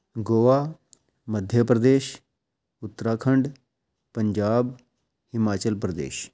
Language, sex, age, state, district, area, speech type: Punjabi, male, 45-60, Punjab, Amritsar, urban, spontaneous